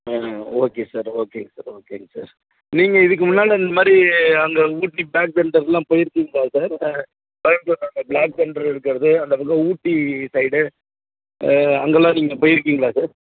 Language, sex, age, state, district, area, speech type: Tamil, male, 45-60, Tamil Nadu, Madurai, urban, conversation